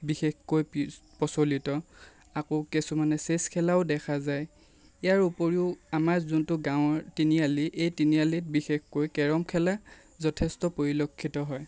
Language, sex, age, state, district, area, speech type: Assamese, male, 30-45, Assam, Lakhimpur, rural, spontaneous